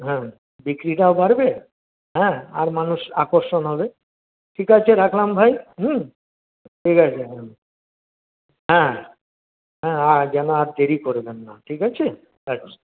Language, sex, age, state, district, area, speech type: Bengali, male, 60+, West Bengal, Paschim Bardhaman, rural, conversation